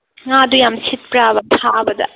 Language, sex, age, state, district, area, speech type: Manipuri, female, 18-30, Manipur, Tengnoupal, rural, conversation